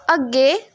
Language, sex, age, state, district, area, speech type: Punjabi, female, 18-30, Punjab, Pathankot, rural, read